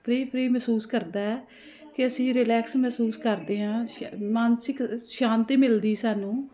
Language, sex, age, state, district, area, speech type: Punjabi, female, 45-60, Punjab, Jalandhar, urban, spontaneous